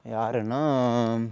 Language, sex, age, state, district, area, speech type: Tamil, male, 18-30, Tamil Nadu, Karur, rural, spontaneous